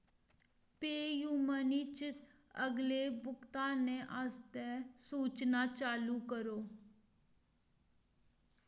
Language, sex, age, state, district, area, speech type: Dogri, female, 18-30, Jammu and Kashmir, Reasi, rural, read